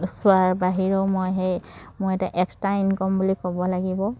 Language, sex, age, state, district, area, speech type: Assamese, female, 30-45, Assam, Charaideo, rural, spontaneous